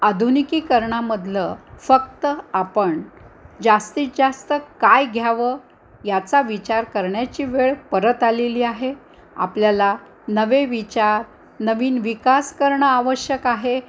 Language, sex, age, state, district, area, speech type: Marathi, female, 60+, Maharashtra, Nanded, urban, spontaneous